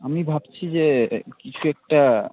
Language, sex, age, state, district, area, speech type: Bengali, male, 18-30, West Bengal, Malda, rural, conversation